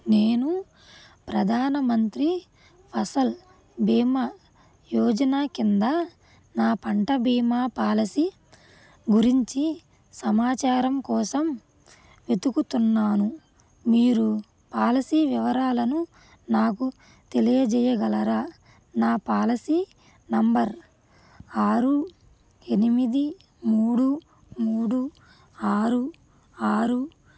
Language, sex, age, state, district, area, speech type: Telugu, female, 30-45, Andhra Pradesh, Krishna, rural, read